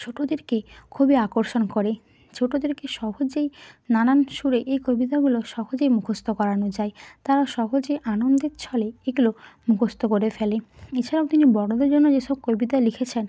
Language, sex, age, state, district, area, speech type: Bengali, female, 18-30, West Bengal, Hooghly, urban, spontaneous